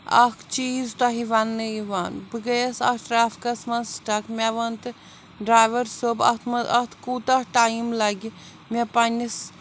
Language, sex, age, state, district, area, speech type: Kashmiri, female, 30-45, Jammu and Kashmir, Srinagar, urban, spontaneous